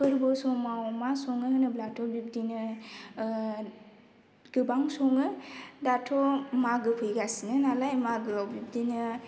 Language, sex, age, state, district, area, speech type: Bodo, female, 18-30, Assam, Baksa, rural, spontaneous